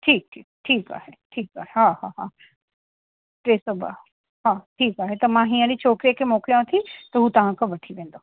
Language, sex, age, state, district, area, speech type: Sindhi, female, 45-60, Uttar Pradesh, Lucknow, rural, conversation